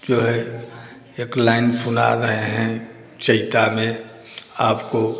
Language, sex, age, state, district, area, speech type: Hindi, male, 60+, Uttar Pradesh, Chandauli, rural, spontaneous